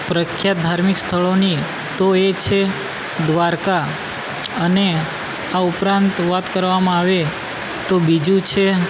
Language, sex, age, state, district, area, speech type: Gujarati, male, 18-30, Gujarat, Valsad, rural, spontaneous